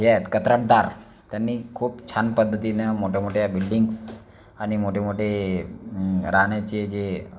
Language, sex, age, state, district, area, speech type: Marathi, male, 30-45, Maharashtra, Akola, urban, spontaneous